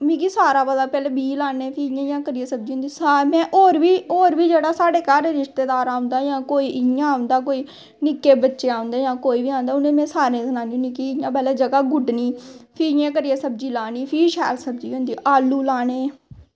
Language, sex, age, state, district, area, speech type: Dogri, female, 18-30, Jammu and Kashmir, Samba, rural, spontaneous